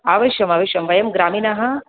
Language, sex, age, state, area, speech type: Sanskrit, female, 30-45, Tripura, urban, conversation